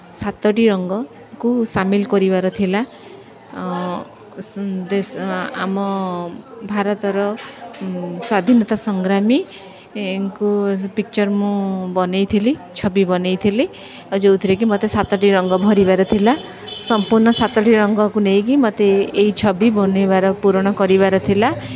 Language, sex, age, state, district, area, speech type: Odia, female, 30-45, Odisha, Sundergarh, urban, spontaneous